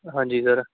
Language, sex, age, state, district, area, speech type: Punjabi, male, 18-30, Punjab, Fatehgarh Sahib, urban, conversation